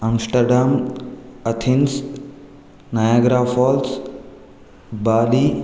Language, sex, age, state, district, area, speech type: Sanskrit, male, 18-30, Karnataka, Raichur, urban, spontaneous